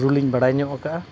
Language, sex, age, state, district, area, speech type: Santali, male, 45-60, Odisha, Mayurbhanj, rural, spontaneous